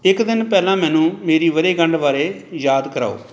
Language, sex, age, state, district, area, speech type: Punjabi, male, 45-60, Punjab, Pathankot, rural, read